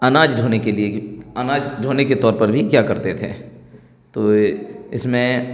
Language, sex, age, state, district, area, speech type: Urdu, male, 30-45, Bihar, Darbhanga, rural, spontaneous